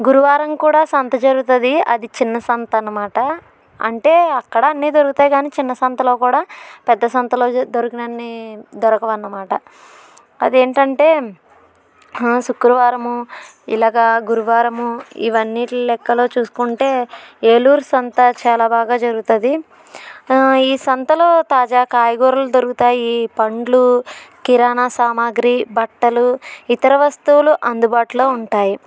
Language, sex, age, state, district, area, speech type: Telugu, female, 30-45, Andhra Pradesh, Eluru, rural, spontaneous